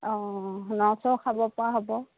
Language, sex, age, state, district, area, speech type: Assamese, female, 30-45, Assam, Dhemaji, rural, conversation